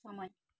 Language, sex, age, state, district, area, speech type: Nepali, female, 45-60, West Bengal, Darjeeling, rural, read